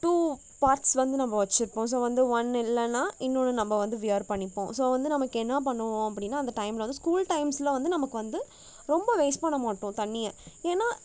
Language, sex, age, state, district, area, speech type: Tamil, female, 18-30, Tamil Nadu, Nagapattinam, rural, spontaneous